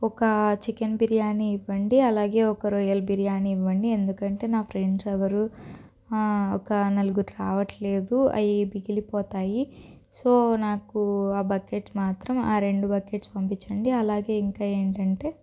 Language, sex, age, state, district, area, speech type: Telugu, female, 30-45, Andhra Pradesh, Guntur, urban, spontaneous